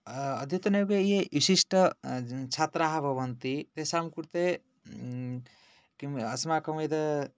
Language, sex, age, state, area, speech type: Sanskrit, male, 18-30, Odisha, rural, spontaneous